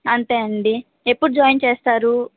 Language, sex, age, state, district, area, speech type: Telugu, female, 18-30, Andhra Pradesh, Nellore, rural, conversation